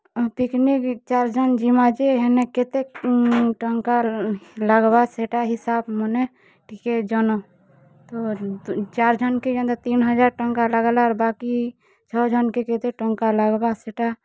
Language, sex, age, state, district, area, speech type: Odia, female, 45-60, Odisha, Kalahandi, rural, spontaneous